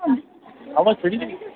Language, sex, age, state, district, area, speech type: Sindhi, male, 30-45, Rajasthan, Ajmer, urban, conversation